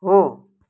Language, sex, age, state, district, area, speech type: Nepali, female, 60+, West Bengal, Kalimpong, rural, read